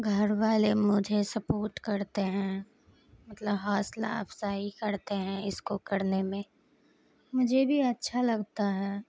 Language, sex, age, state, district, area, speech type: Urdu, female, 18-30, Bihar, Madhubani, rural, spontaneous